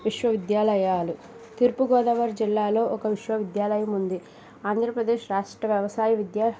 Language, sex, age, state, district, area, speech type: Telugu, female, 30-45, Andhra Pradesh, East Godavari, rural, spontaneous